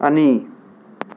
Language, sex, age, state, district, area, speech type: Manipuri, male, 18-30, Manipur, Imphal West, urban, read